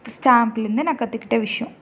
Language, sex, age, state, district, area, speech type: Tamil, female, 18-30, Tamil Nadu, Tiruppur, rural, spontaneous